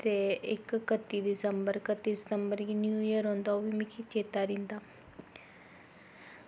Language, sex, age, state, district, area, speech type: Dogri, female, 18-30, Jammu and Kashmir, Kathua, rural, spontaneous